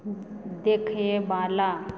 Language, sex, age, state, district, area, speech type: Maithili, female, 30-45, Bihar, Supaul, rural, read